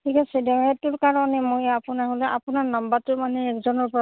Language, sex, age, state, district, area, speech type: Assamese, female, 30-45, Assam, Barpeta, rural, conversation